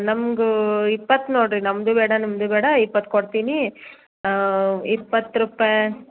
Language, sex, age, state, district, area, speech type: Kannada, female, 30-45, Karnataka, Belgaum, rural, conversation